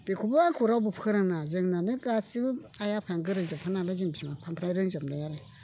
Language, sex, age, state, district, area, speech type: Bodo, female, 60+, Assam, Chirang, rural, spontaneous